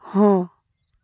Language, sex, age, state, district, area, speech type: Odia, male, 30-45, Odisha, Malkangiri, urban, read